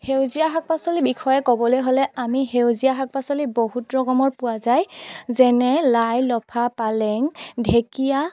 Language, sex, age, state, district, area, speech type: Assamese, female, 30-45, Assam, Golaghat, rural, spontaneous